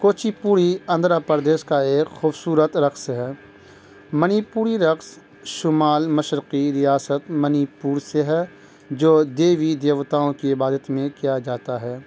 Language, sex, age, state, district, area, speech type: Urdu, male, 30-45, Bihar, Madhubani, rural, spontaneous